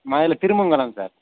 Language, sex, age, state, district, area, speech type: Tamil, male, 30-45, Tamil Nadu, Madurai, urban, conversation